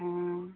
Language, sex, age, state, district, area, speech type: Hindi, female, 45-60, Uttar Pradesh, Mau, rural, conversation